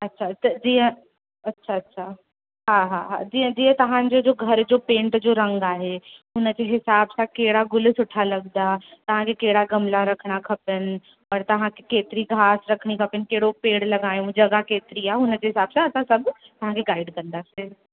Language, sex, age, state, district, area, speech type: Sindhi, female, 18-30, Uttar Pradesh, Lucknow, rural, conversation